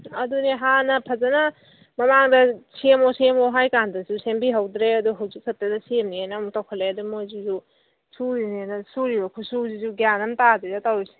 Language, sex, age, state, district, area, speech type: Manipuri, female, 18-30, Manipur, Kangpokpi, urban, conversation